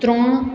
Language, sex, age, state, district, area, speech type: Gujarati, female, 45-60, Gujarat, Surat, urban, spontaneous